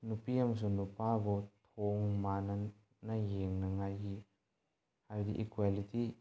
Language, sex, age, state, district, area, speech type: Manipuri, male, 18-30, Manipur, Bishnupur, rural, spontaneous